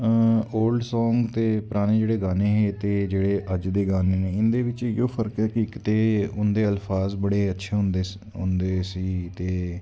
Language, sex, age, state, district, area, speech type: Dogri, male, 30-45, Jammu and Kashmir, Udhampur, rural, spontaneous